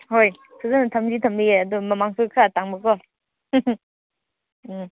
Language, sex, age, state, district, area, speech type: Manipuri, female, 18-30, Manipur, Senapati, rural, conversation